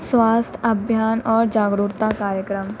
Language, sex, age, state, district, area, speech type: Hindi, female, 30-45, Madhya Pradesh, Harda, urban, spontaneous